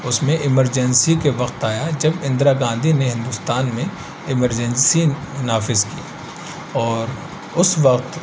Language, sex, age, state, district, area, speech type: Urdu, male, 30-45, Uttar Pradesh, Aligarh, urban, spontaneous